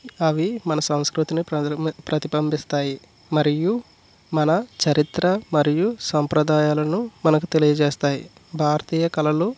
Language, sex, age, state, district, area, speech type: Telugu, male, 18-30, Andhra Pradesh, East Godavari, rural, spontaneous